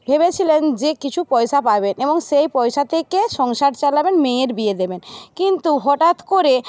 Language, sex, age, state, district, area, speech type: Bengali, female, 60+, West Bengal, Jhargram, rural, spontaneous